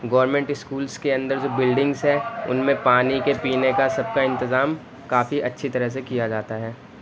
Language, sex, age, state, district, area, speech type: Urdu, male, 18-30, Delhi, North West Delhi, urban, spontaneous